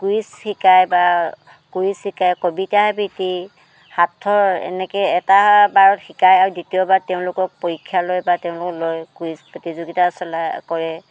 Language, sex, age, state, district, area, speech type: Assamese, female, 60+, Assam, Dhemaji, rural, spontaneous